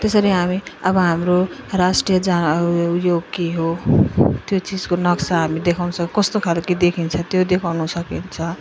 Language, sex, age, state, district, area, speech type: Nepali, female, 30-45, West Bengal, Jalpaiguri, rural, spontaneous